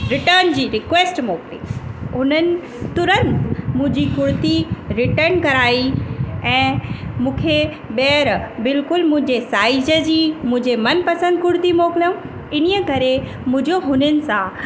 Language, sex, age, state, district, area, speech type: Sindhi, female, 30-45, Uttar Pradesh, Lucknow, urban, spontaneous